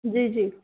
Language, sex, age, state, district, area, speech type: Urdu, female, 18-30, Uttar Pradesh, Balrampur, rural, conversation